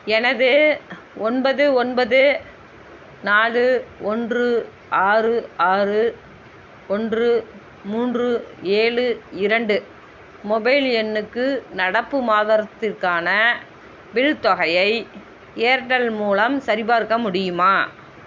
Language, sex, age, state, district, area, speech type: Tamil, female, 60+, Tamil Nadu, Tiruppur, rural, read